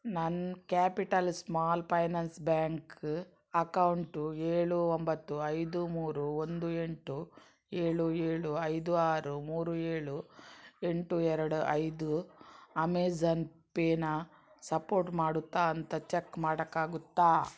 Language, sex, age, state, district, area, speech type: Kannada, female, 60+, Karnataka, Udupi, rural, read